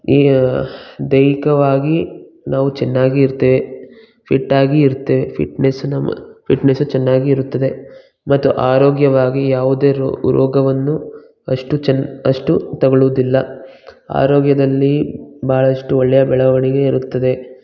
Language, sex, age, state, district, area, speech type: Kannada, male, 18-30, Karnataka, Bangalore Rural, rural, spontaneous